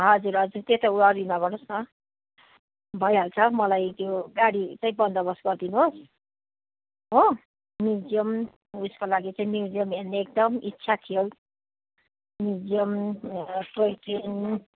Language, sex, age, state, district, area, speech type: Nepali, female, 45-60, West Bengal, Darjeeling, rural, conversation